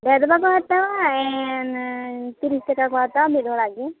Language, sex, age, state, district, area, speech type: Santali, female, 30-45, Jharkhand, East Singhbhum, rural, conversation